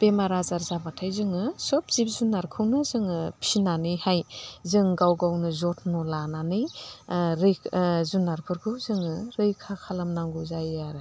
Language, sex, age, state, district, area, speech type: Bodo, female, 45-60, Assam, Udalguri, rural, spontaneous